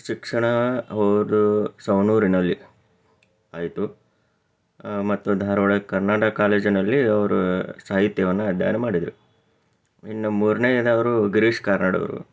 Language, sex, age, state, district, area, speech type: Kannada, male, 30-45, Karnataka, Chikkaballapur, urban, spontaneous